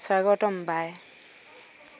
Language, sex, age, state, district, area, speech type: Assamese, female, 30-45, Assam, Sivasagar, rural, read